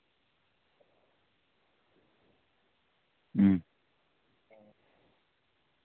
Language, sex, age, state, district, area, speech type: Dogri, male, 30-45, Jammu and Kashmir, Udhampur, rural, conversation